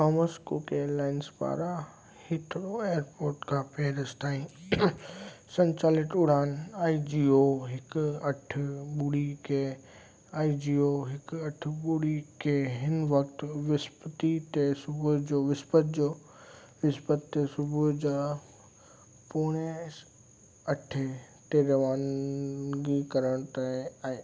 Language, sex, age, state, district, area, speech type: Sindhi, male, 18-30, Gujarat, Kutch, rural, read